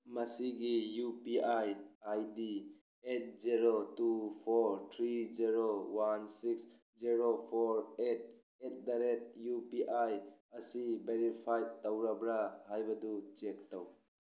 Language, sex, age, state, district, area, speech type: Manipuri, male, 30-45, Manipur, Tengnoupal, urban, read